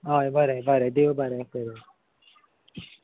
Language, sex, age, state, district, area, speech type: Goan Konkani, male, 18-30, Goa, Salcete, urban, conversation